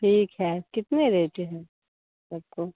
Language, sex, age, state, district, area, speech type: Hindi, female, 45-60, Bihar, Begusarai, rural, conversation